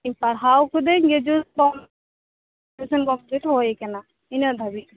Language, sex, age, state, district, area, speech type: Santali, female, 18-30, West Bengal, Bankura, rural, conversation